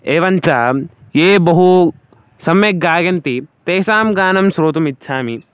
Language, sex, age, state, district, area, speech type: Sanskrit, male, 18-30, Karnataka, Davanagere, rural, spontaneous